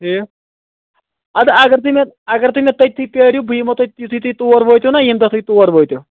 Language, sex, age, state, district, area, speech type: Kashmiri, male, 30-45, Jammu and Kashmir, Ganderbal, rural, conversation